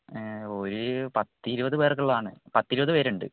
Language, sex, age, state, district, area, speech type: Malayalam, male, 18-30, Kerala, Wayanad, rural, conversation